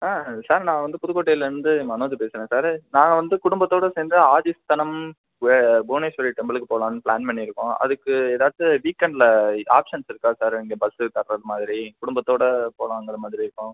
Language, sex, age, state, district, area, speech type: Tamil, male, 18-30, Tamil Nadu, Pudukkottai, rural, conversation